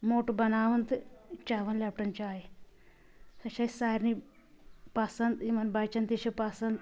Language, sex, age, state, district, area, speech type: Kashmiri, female, 45-60, Jammu and Kashmir, Anantnag, rural, spontaneous